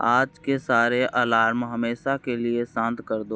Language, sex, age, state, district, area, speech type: Hindi, male, 30-45, Uttar Pradesh, Mirzapur, urban, read